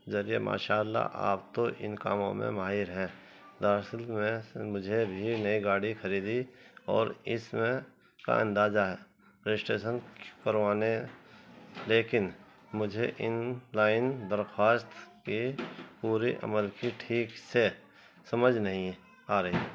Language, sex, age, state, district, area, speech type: Urdu, male, 60+, Uttar Pradesh, Muzaffarnagar, urban, spontaneous